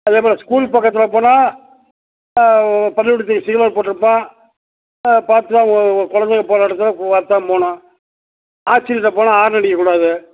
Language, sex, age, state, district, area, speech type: Tamil, male, 60+, Tamil Nadu, Madurai, rural, conversation